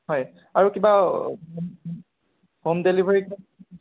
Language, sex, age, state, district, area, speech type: Assamese, male, 18-30, Assam, Lakhimpur, rural, conversation